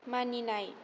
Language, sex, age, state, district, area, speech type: Bodo, female, 18-30, Assam, Kokrajhar, rural, read